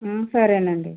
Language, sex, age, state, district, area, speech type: Telugu, female, 60+, Andhra Pradesh, West Godavari, rural, conversation